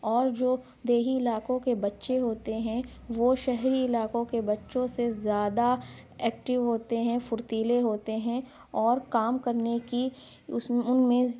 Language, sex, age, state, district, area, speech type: Urdu, female, 18-30, Uttar Pradesh, Lucknow, urban, spontaneous